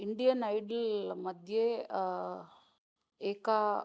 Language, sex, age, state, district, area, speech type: Sanskrit, female, 45-60, Tamil Nadu, Thanjavur, urban, spontaneous